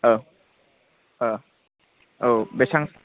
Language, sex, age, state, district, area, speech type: Bodo, male, 18-30, Assam, Udalguri, rural, conversation